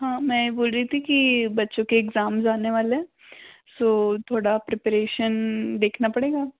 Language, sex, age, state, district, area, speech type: Hindi, female, 60+, Madhya Pradesh, Bhopal, urban, conversation